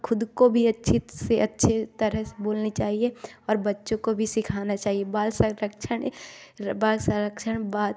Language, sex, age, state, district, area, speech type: Hindi, female, 18-30, Madhya Pradesh, Katni, rural, spontaneous